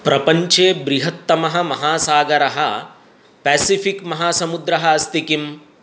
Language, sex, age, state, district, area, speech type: Sanskrit, male, 30-45, Telangana, Hyderabad, urban, read